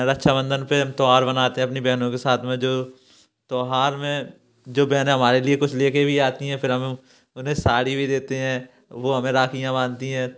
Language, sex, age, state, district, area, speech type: Hindi, male, 18-30, Madhya Pradesh, Gwalior, urban, spontaneous